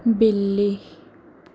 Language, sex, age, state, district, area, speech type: Punjabi, female, 18-30, Punjab, Mansa, urban, read